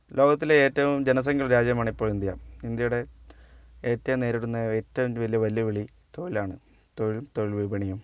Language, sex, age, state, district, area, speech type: Malayalam, female, 18-30, Kerala, Wayanad, rural, spontaneous